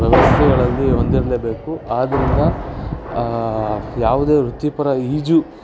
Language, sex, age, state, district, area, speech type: Kannada, male, 18-30, Karnataka, Shimoga, rural, spontaneous